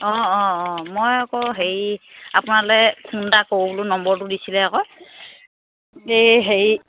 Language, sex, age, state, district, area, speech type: Assamese, female, 30-45, Assam, Charaideo, rural, conversation